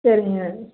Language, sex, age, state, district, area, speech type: Tamil, female, 30-45, Tamil Nadu, Namakkal, rural, conversation